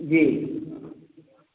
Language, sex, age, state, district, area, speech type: Hindi, male, 45-60, Uttar Pradesh, Azamgarh, rural, conversation